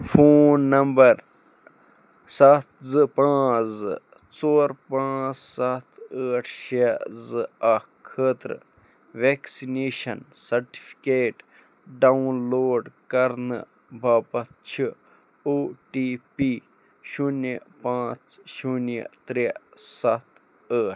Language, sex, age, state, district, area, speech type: Kashmiri, male, 30-45, Jammu and Kashmir, Bandipora, rural, read